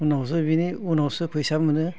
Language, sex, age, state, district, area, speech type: Bodo, male, 60+, Assam, Udalguri, rural, spontaneous